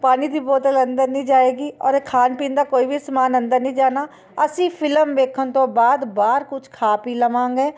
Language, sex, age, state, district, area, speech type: Punjabi, female, 45-60, Punjab, Ludhiana, urban, spontaneous